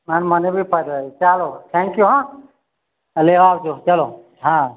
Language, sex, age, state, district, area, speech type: Gujarati, male, 45-60, Gujarat, Narmada, rural, conversation